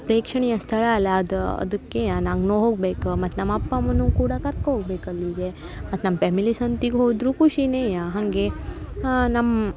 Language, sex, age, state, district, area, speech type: Kannada, female, 18-30, Karnataka, Uttara Kannada, rural, spontaneous